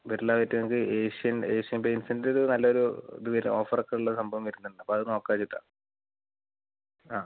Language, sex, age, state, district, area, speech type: Malayalam, male, 18-30, Kerala, Malappuram, rural, conversation